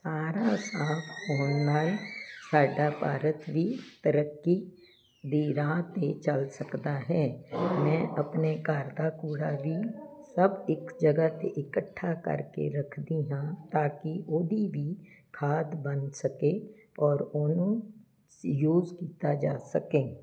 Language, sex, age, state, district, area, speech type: Punjabi, female, 60+, Punjab, Jalandhar, urban, spontaneous